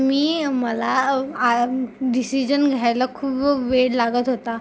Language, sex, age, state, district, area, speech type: Marathi, female, 18-30, Maharashtra, Amravati, urban, spontaneous